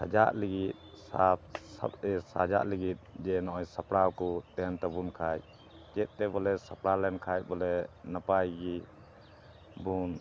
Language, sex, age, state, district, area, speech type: Santali, male, 45-60, West Bengal, Dakshin Dinajpur, rural, spontaneous